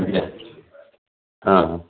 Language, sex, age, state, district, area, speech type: Odia, male, 60+, Odisha, Gajapati, rural, conversation